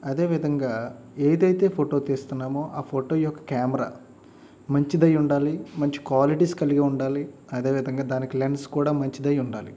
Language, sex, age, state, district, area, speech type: Telugu, male, 45-60, Andhra Pradesh, East Godavari, rural, spontaneous